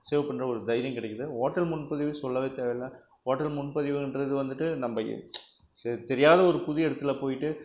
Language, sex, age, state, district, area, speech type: Tamil, male, 45-60, Tamil Nadu, Krishnagiri, rural, spontaneous